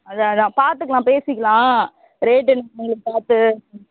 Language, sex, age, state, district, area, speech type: Tamil, female, 30-45, Tamil Nadu, Tiruvallur, urban, conversation